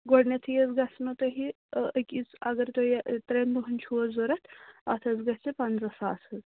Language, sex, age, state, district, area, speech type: Kashmiri, male, 45-60, Jammu and Kashmir, Srinagar, urban, conversation